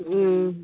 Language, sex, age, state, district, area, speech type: Assamese, female, 60+, Assam, Dibrugarh, rural, conversation